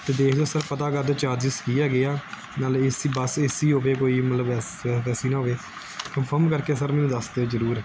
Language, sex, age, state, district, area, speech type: Punjabi, male, 18-30, Punjab, Gurdaspur, urban, spontaneous